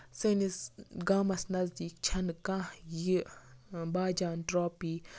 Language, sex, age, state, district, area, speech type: Kashmiri, female, 18-30, Jammu and Kashmir, Baramulla, rural, spontaneous